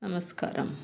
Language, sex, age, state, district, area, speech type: Telugu, female, 30-45, Telangana, Bhadradri Kothagudem, urban, spontaneous